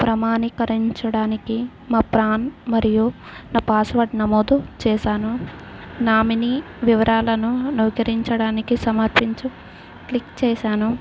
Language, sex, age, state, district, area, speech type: Telugu, female, 18-30, Telangana, Adilabad, rural, spontaneous